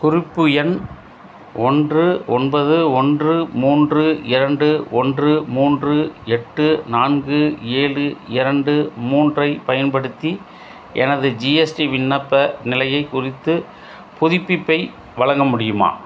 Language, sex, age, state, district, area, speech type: Tamil, male, 45-60, Tamil Nadu, Tiruppur, rural, read